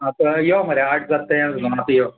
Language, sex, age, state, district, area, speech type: Goan Konkani, male, 45-60, Goa, Murmgao, rural, conversation